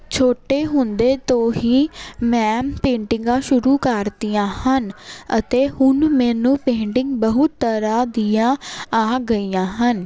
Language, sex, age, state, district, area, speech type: Punjabi, female, 18-30, Punjab, Jalandhar, urban, spontaneous